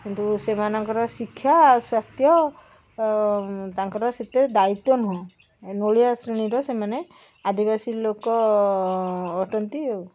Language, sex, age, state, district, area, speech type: Odia, female, 45-60, Odisha, Puri, urban, spontaneous